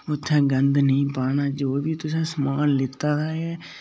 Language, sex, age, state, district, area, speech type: Dogri, male, 18-30, Jammu and Kashmir, Udhampur, rural, spontaneous